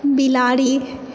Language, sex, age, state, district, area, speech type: Maithili, female, 30-45, Bihar, Supaul, rural, read